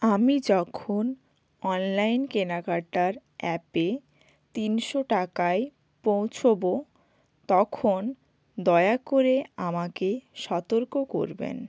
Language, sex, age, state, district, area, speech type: Bengali, female, 18-30, West Bengal, Bankura, urban, read